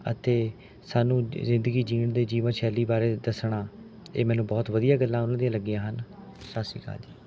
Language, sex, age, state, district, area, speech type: Punjabi, male, 30-45, Punjab, Rupnagar, rural, spontaneous